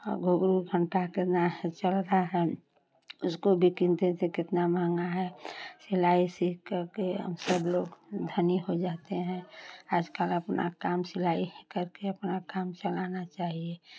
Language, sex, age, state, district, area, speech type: Hindi, female, 45-60, Uttar Pradesh, Chandauli, urban, spontaneous